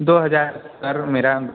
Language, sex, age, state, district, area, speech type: Hindi, male, 18-30, Uttar Pradesh, Mirzapur, rural, conversation